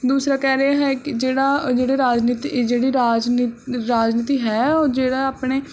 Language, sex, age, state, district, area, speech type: Punjabi, female, 18-30, Punjab, Barnala, urban, spontaneous